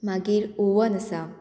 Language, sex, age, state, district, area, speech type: Goan Konkani, female, 18-30, Goa, Murmgao, urban, spontaneous